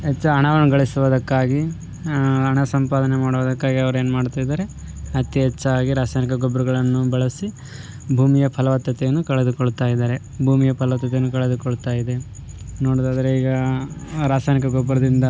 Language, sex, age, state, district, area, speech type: Kannada, male, 18-30, Karnataka, Vijayanagara, rural, spontaneous